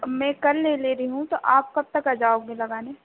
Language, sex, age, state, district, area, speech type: Hindi, female, 18-30, Madhya Pradesh, Chhindwara, urban, conversation